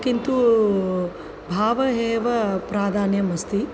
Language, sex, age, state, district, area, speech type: Sanskrit, female, 45-60, Tamil Nadu, Chennai, urban, spontaneous